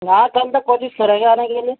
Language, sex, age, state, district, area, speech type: Urdu, male, 18-30, Uttar Pradesh, Gautam Buddha Nagar, urban, conversation